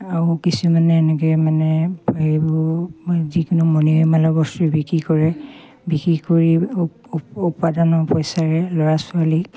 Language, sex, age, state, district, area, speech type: Assamese, female, 45-60, Assam, Dibrugarh, rural, spontaneous